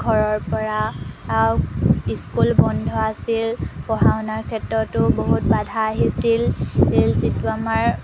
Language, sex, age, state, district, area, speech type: Assamese, female, 18-30, Assam, Golaghat, urban, spontaneous